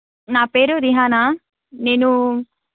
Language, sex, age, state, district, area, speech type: Telugu, female, 18-30, Andhra Pradesh, Krishna, urban, conversation